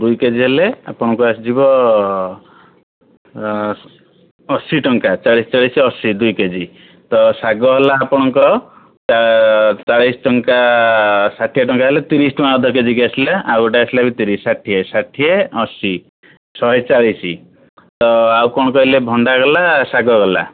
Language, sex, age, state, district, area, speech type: Odia, male, 60+, Odisha, Bhadrak, rural, conversation